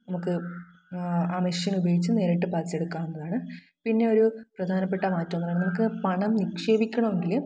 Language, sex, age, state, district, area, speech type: Malayalam, female, 18-30, Kerala, Thiruvananthapuram, rural, spontaneous